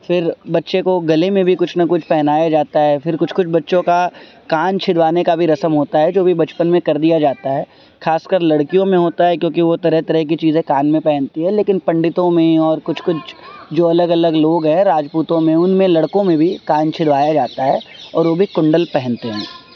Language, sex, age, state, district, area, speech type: Urdu, male, 18-30, Delhi, Central Delhi, urban, spontaneous